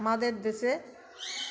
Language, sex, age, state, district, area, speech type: Bengali, female, 45-60, West Bengal, Uttar Dinajpur, rural, spontaneous